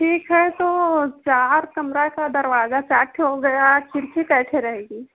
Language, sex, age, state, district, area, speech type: Hindi, female, 18-30, Uttar Pradesh, Prayagraj, rural, conversation